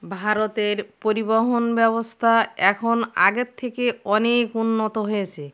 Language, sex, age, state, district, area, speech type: Bengali, female, 60+, West Bengal, North 24 Parganas, rural, spontaneous